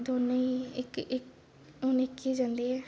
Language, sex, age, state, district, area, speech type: Dogri, female, 18-30, Jammu and Kashmir, Kathua, rural, spontaneous